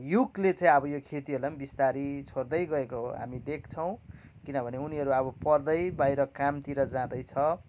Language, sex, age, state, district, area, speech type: Nepali, male, 30-45, West Bengal, Kalimpong, rural, spontaneous